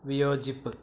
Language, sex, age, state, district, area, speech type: Malayalam, male, 45-60, Kerala, Malappuram, rural, read